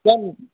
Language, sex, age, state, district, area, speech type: Gujarati, male, 18-30, Gujarat, Mehsana, rural, conversation